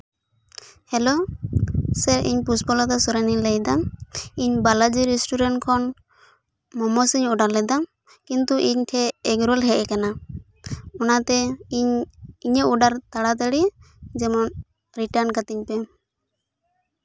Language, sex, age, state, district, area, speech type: Santali, female, 18-30, West Bengal, Purulia, rural, spontaneous